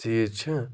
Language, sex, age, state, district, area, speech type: Kashmiri, male, 30-45, Jammu and Kashmir, Budgam, rural, spontaneous